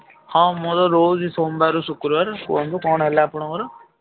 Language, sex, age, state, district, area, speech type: Odia, male, 18-30, Odisha, Cuttack, urban, conversation